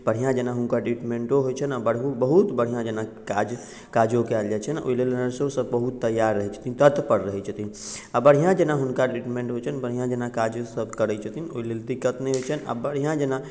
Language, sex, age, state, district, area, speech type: Maithili, male, 45-60, Bihar, Madhubani, urban, spontaneous